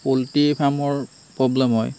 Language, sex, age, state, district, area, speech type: Assamese, male, 30-45, Assam, Darrang, rural, spontaneous